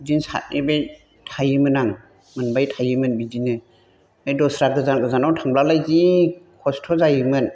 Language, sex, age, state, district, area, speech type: Bodo, female, 60+, Assam, Chirang, rural, spontaneous